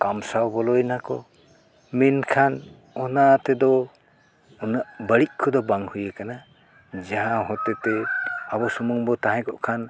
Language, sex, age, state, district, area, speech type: Santali, male, 60+, Odisha, Mayurbhanj, rural, spontaneous